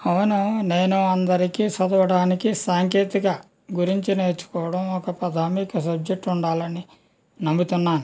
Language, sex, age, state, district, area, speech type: Telugu, male, 60+, Andhra Pradesh, West Godavari, rural, spontaneous